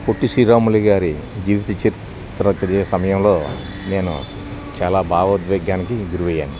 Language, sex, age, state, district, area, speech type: Telugu, male, 60+, Andhra Pradesh, Anakapalli, urban, spontaneous